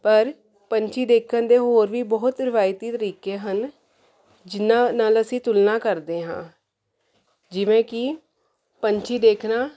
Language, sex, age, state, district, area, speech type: Punjabi, female, 30-45, Punjab, Jalandhar, urban, spontaneous